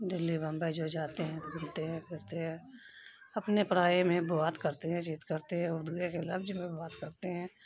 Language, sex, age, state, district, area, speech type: Urdu, female, 30-45, Bihar, Khagaria, rural, spontaneous